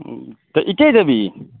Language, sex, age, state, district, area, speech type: Assamese, male, 45-60, Assam, Darrang, rural, conversation